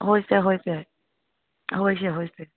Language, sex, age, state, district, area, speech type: Assamese, female, 30-45, Assam, Majuli, rural, conversation